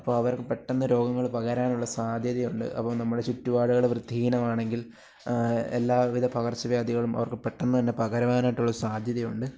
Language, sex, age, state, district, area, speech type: Malayalam, male, 18-30, Kerala, Alappuzha, rural, spontaneous